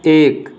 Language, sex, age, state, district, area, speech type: Urdu, male, 18-30, Delhi, South Delhi, urban, read